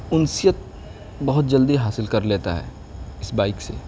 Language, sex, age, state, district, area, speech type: Urdu, male, 18-30, Uttar Pradesh, Siddharthnagar, rural, spontaneous